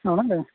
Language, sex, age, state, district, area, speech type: Malayalam, male, 30-45, Kerala, Ernakulam, rural, conversation